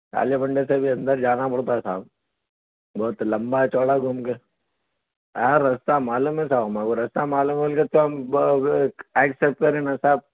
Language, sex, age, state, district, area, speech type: Urdu, male, 18-30, Telangana, Hyderabad, urban, conversation